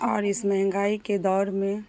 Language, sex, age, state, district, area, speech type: Urdu, female, 30-45, Bihar, Saharsa, rural, spontaneous